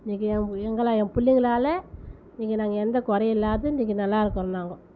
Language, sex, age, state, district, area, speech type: Tamil, female, 30-45, Tamil Nadu, Tiruvannamalai, rural, spontaneous